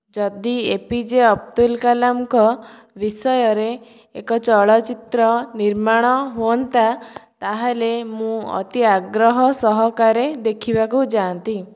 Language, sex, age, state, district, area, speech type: Odia, female, 18-30, Odisha, Dhenkanal, rural, spontaneous